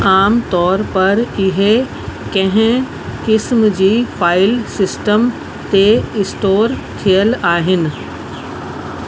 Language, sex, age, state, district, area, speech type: Sindhi, female, 45-60, Delhi, South Delhi, urban, read